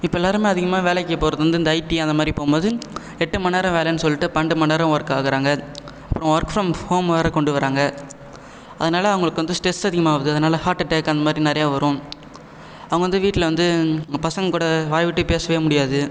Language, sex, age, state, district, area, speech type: Tamil, male, 30-45, Tamil Nadu, Cuddalore, rural, spontaneous